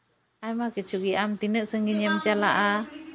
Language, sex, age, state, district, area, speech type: Santali, female, 30-45, West Bengal, Malda, rural, spontaneous